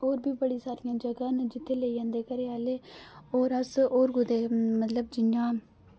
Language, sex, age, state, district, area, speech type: Dogri, female, 18-30, Jammu and Kashmir, Reasi, rural, spontaneous